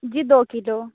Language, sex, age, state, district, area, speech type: Hindi, female, 30-45, Madhya Pradesh, Balaghat, rural, conversation